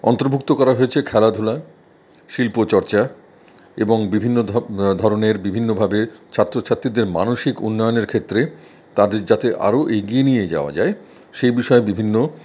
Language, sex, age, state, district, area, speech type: Bengali, male, 45-60, West Bengal, Paschim Bardhaman, urban, spontaneous